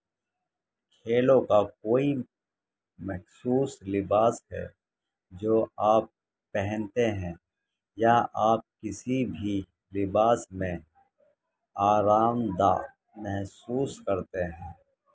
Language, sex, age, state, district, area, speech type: Urdu, male, 30-45, Uttar Pradesh, Muzaffarnagar, urban, spontaneous